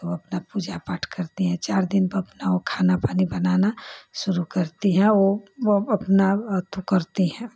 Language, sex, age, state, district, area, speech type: Hindi, female, 30-45, Uttar Pradesh, Ghazipur, rural, spontaneous